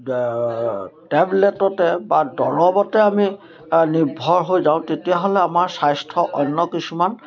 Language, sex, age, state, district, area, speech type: Assamese, male, 60+, Assam, Majuli, urban, spontaneous